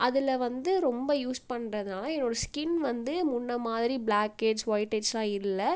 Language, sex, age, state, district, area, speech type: Tamil, female, 18-30, Tamil Nadu, Viluppuram, rural, spontaneous